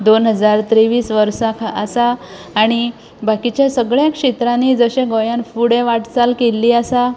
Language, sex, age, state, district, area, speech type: Goan Konkani, female, 30-45, Goa, Tiswadi, rural, spontaneous